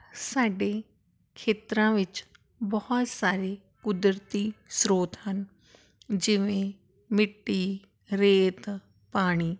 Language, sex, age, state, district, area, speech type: Punjabi, female, 30-45, Punjab, Tarn Taran, urban, spontaneous